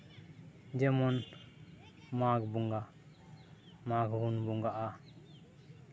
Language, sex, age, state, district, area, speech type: Santali, male, 30-45, West Bengal, Purba Bardhaman, rural, spontaneous